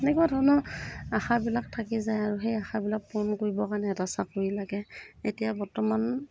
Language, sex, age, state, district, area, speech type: Assamese, female, 30-45, Assam, Morigaon, rural, spontaneous